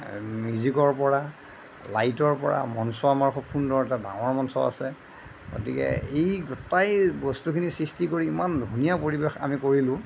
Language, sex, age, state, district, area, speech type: Assamese, male, 60+, Assam, Darrang, rural, spontaneous